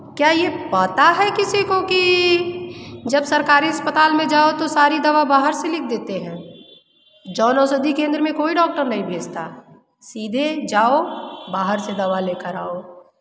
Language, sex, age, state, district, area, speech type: Hindi, female, 30-45, Uttar Pradesh, Mirzapur, rural, spontaneous